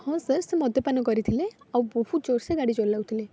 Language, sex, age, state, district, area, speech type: Odia, female, 18-30, Odisha, Rayagada, rural, spontaneous